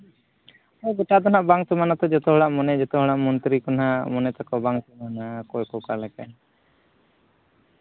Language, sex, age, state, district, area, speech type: Santali, male, 18-30, Jharkhand, East Singhbhum, rural, conversation